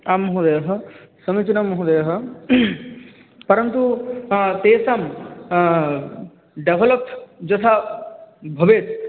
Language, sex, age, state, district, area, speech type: Sanskrit, male, 18-30, West Bengal, Bankura, urban, conversation